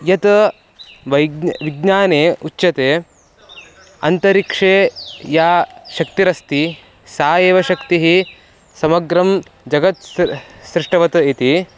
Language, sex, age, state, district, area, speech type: Sanskrit, male, 18-30, Karnataka, Mysore, urban, spontaneous